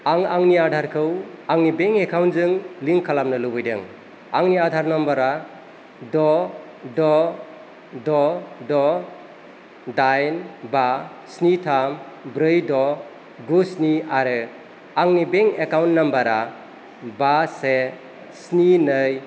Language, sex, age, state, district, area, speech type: Bodo, male, 30-45, Assam, Kokrajhar, urban, read